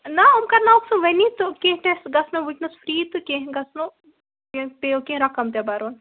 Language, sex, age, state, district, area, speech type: Kashmiri, female, 18-30, Jammu and Kashmir, Baramulla, rural, conversation